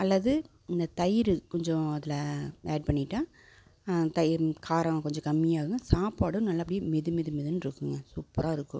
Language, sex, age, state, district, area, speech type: Tamil, female, 30-45, Tamil Nadu, Coimbatore, urban, spontaneous